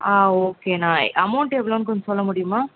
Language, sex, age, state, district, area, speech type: Tamil, female, 18-30, Tamil Nadu, Chennai, urban, conversation